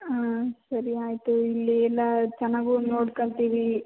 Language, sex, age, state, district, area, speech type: Kannada, female, 18-30, Karnataka, Chitradurga, rural, conversation